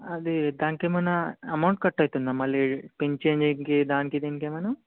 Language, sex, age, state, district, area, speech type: Telugu, male, 18-30, Telangana, Ranga Reddy, urban, conversation